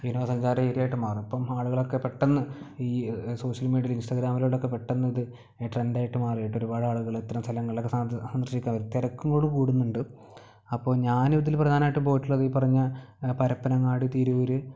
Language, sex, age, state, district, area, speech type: Malayalam, male, 18-30, Kerala, Malappuram, rural, spontaneous